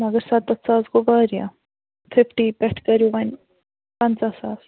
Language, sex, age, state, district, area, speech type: Kashmiri, female, 45-60, Jammu and Kashmir, Ganderbal, urban, conversation